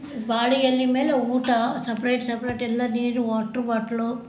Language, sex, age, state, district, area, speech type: Kannada, female, 60+, Karnataka, Koppal, rural, spontaneous